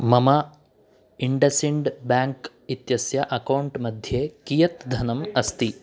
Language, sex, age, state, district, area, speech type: Sanskrit, male, 18-30, Karnataka, Chikkamagaluru, urban, read